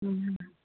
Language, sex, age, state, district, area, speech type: Manipuri, female, 45-60, Manipur, Kangpokpi, urban, conversation